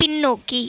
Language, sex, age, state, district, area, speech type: Tamil, female, 18-30, Tamil Nadu, Viluppuram, rural, read